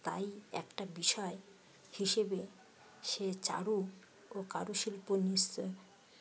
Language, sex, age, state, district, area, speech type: Bengali, female, 30-45, West Bengal, Uttar Dinajpur, urban, read